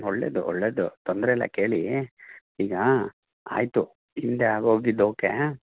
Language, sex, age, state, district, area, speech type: Kannada, male, 45-60, Karnataka, Chitradurga, rural, conversation